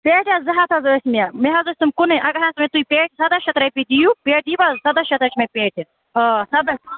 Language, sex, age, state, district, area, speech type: Kashmiri, female, 30-45, Jammu and Kashmir, Budgam, rural, conversation